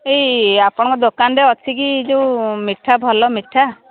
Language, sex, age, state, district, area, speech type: Odia, female, 60+, Odisha, Jharsuguda, rural, conversation